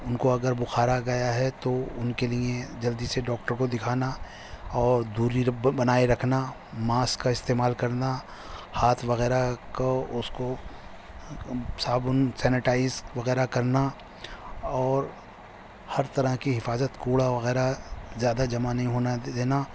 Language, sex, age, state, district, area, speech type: Urdu, male, 45-60, Delhi, Central Delhi, urban, spontaneous